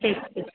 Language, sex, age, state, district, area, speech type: Hindi, female, 45-60, Uttar Pradesh, Azamgarh, rural, conversation